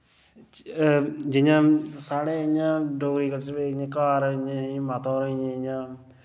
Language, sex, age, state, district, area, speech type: Dogri, male, 18-30, Jammu and Kashmir, Reasi, urban, spontaneous